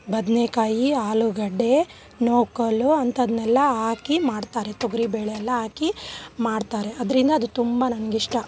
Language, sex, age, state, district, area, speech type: Kannada, female, 30-45, Karnataka, Bangalore Urban, urban, spontaneous